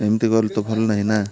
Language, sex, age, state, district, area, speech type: Odia, male, 30-45, Odisha, Malkangiri, urban, spontaneous